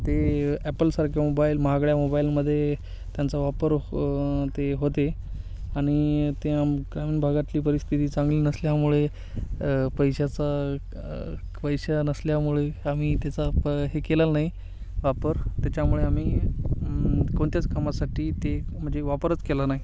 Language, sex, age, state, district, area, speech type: Marathi, male, 18-30, Maharashtra, Hingoli, urban, spontaneous